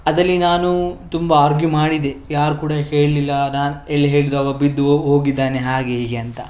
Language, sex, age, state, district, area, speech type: Kannada, male, 30-45, Karnataka, Udupi, rural, spontaneous